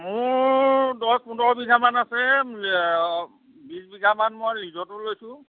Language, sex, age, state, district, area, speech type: Assamese, male, 45-60, Assam, Biswanath, rural, conversation